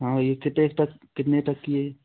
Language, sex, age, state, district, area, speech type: Hindi, male, 18-30, Madhya Pradesh, Gwalior, rural, conversation